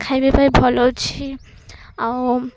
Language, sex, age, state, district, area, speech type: Odia, female, 18-30, Odisha, Malkangiri, urban, spontaneous